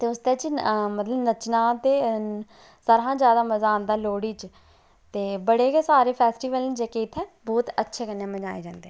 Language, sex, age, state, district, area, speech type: Dogri, female, 30-45, Jammu and Kashmir, Udhampur, rural, spontaneous